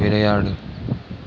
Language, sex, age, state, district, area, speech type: Tamil, male, 18-30, Tamil Nadu, Mayiladuthurai, rural, read